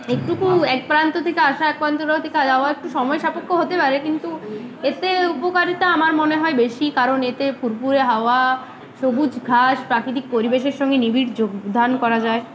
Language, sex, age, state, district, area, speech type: Bengali, female, 18-30, West Bengal, Uttar Dinajpur, urban, spontaneous